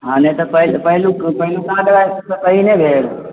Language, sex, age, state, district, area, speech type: Maithili, male, 18-30, Bihar, Supaul, rural, conversation